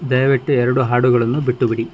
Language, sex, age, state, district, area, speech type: Kannada, male, 60+, Karnataka, Bangalore Rural, rural, read